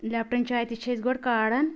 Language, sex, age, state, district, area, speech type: Kashmiri, female, 45-60, Jammu and Kashmir, Anantnag, rural, spontaneous